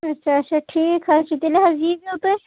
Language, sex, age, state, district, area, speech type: Kashmiri, female, 30-45, Jammu and Kashmir, Budgam, rural, conversation